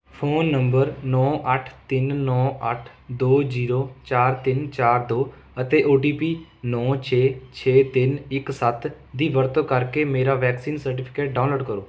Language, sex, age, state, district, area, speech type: Punjabi, male, 18-30, Punjab, Rupnagar, rural, read